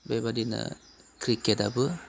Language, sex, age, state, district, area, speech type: Bodo, male, 30-45, Assam, Udalguri, urban, spontaneous